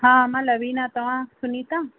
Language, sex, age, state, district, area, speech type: Sindhi, female, 30-45, Rajasthan, Ajmer, urban, conversation